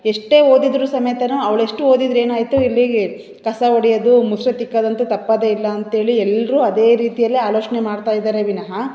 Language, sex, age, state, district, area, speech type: Kannada, female, 45-60, Karnataka, Chitradurga, urban, spontaneous